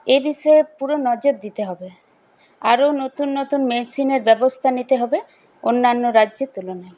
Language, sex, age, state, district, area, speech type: Bengali, female, 18-30, West Bengal, Paschim Bardhaman, urban, spontaneous